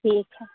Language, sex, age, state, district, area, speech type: Hindi, female, 18-30, Bihar, Muzaffarpur, rural, conversation